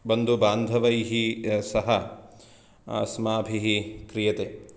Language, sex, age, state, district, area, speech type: Sanskrit, male, 30-45, Karnataka, Shimoga, rural, spontaneous